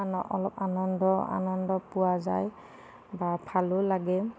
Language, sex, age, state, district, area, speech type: Assamese, female, 30-45, Assam, Nagaon, rural, spontaneous